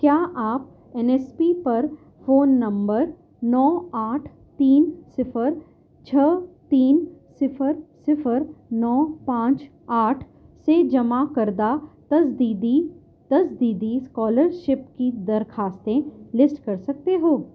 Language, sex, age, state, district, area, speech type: Urdu, female, 30-45, Delhi, North East Delhi, urban, read